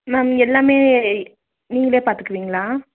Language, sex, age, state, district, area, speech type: Tamil, female, 18-30, Tamil Nadu, Nilgiris, rural, conversation